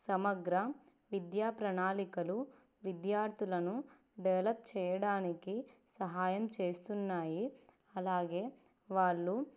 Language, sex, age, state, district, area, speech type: Telugu, female, 18-30, Andhra Pradesh, Nandyal, rural, spontaneous